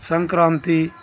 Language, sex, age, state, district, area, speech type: Telugu, male, 45-60, Andhra Pradesh, Nellore, urban, spontaneous